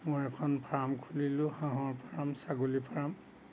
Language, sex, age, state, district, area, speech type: Assamese, male, 60+, Assam, Nagaon, rural, spontaneous